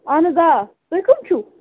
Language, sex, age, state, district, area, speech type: Kashmiri, female, 45-60, Jammu and Kashmir, Bandipora, urban, conversation